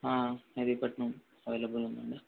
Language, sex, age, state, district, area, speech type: Telugu, male, 18-30, Telangana, Suryapet, urban, conversation